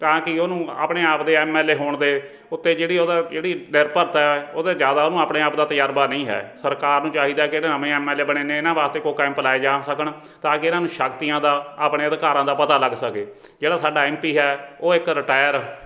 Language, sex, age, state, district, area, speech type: Punjabi, male, 45-60, Punjab, Fatehgarh Sahib, rural, spontaneous